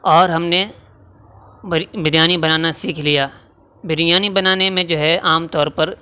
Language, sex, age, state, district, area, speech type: Urdu, male, 18-30, Uttar Pradesh, Saharanpur, urban, spontaneous